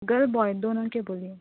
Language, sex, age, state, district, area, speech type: Urdu, female, 30-45, Telangana, Hyderabad, urban, conversation